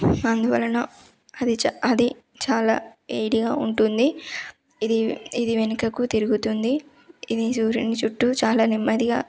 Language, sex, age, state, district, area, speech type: Telugu, female, 18-30, Telangana, Karimnagar, rural, spontaneous